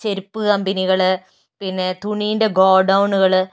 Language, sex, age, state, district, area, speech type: Malayalam, female, 30-45, Kerala, Kozhikode, rural, spontaneous